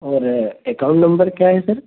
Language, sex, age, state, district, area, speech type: Hindi, male, 30-45, Madhya Pradesh, Ujjain, urban, conversation